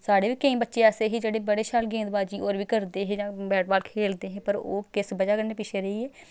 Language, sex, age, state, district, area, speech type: Dogri, female, 30-45, Jammu and Kashmir, Samba, rural, spontaneous